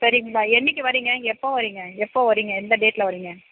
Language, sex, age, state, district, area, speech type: Tamil, female, 45-60, Tamil Nadu, Dharmapuri, rural, conversation